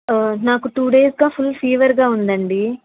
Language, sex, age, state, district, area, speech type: Telugu, female, 18-30, Andhra Pradesh, Nellore, rural, conversation